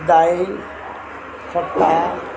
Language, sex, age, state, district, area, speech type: Odia, male, 60+, Odisha, Balangir, urban, spontaneous